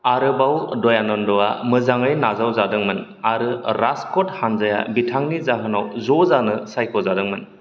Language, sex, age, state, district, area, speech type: Bodo, male, 45-60, Assam, Kokrajhar, rural, read